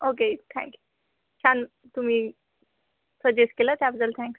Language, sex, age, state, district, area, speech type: Marathi, female, 18-30, Maharashtra, Wardha, rural, conversation